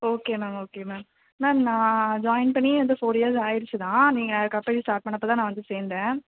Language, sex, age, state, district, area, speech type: Tamil, female, 18-30, Tamil Nadu, Tiruchirappalli, rural, conversation